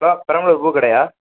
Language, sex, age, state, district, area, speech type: Tamil, male, 18-30, Tamil Nadu, Perambalur, rural, conversation